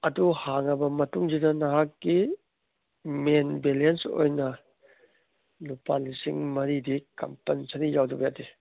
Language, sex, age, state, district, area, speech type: Manipuri, male, 30-45, Manipur, Kangpokpi, urban, conversation